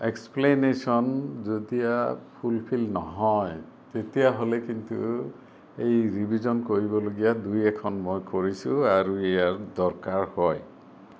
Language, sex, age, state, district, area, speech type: Assamese, male, 60+, Assam, Kamrup Metropolitan, urban, spontaneous